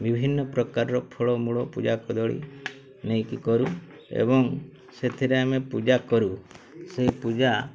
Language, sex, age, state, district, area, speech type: Odia, male, 45-60, Odisha, Mayurbhanj, rural, spontaneous